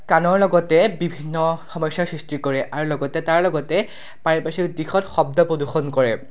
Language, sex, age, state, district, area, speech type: Assamese, male, 18-30, Assam, Majuli, urban, spontaneous